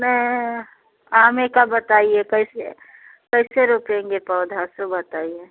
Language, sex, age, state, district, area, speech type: Hindi, female, 30-45, Bihar, Samastipur, rural, conversation